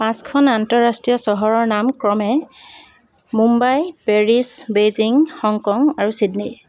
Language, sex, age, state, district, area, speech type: Assamese, female, 45-60, Assam, Dibrugarh, urban, spontaneous